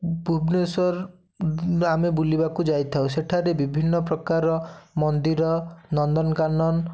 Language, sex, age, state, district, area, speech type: Odia, male, 30-45, Odisha, Bhadrak, rural, spontaneous